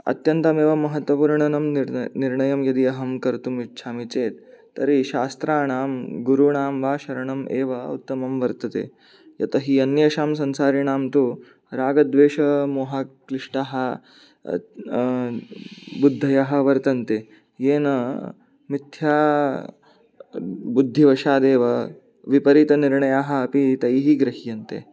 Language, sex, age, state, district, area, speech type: Sanskrit, male, 18-30, Maharashtra, Mumbai City, urban, spontaneous